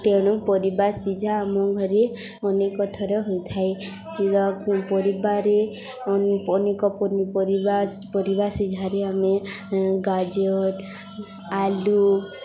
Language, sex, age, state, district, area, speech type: Odia, female, 18-30, Odisha, Subarnapur, rural, spontaneous